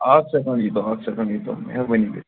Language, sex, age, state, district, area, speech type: Kashmiri, male, 18-30, Jammu and Kashmir, Shopian, rural, conversation